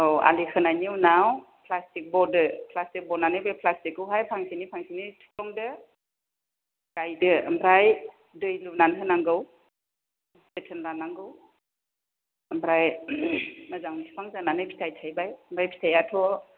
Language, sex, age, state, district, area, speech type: Bodo, female, 60+, Assam, Chirang, rural, conversation